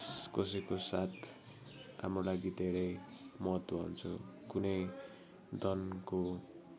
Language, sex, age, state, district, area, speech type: Nepali, male, 30-45, West Bengal, Kalimpong, rural, spontaneous